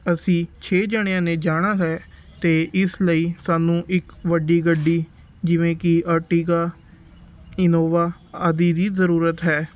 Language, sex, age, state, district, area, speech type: Punjabi, male, 18-30, Punjab, Patiala, urban, spontaneous